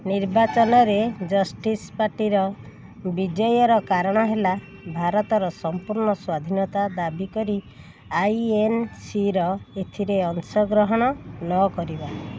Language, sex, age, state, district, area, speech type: Odia, female, 45-60, Odisha, Puri, urban, read